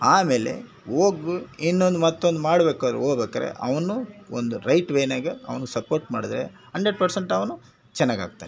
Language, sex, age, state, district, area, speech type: Kannada, male, 60+, Karnataka, Bangalore Rural, rural, spontaneous